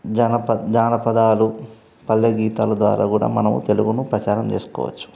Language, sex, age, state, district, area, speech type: Telugu, male, 30-45, Telangana, Karimnagar, rural, spontaneous